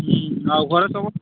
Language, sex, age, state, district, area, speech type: Odia, male, 30-45, Odisha, Nabarangpur, urban, conversation